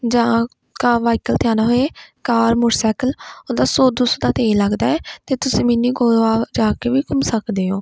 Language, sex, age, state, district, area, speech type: Punjabi, female, 18-30, Punjab, Pathankot, rural, spontaneous